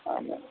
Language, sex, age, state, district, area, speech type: Kannada, male, 18-30, Karnataka, Bangalore Urban, urban, conversation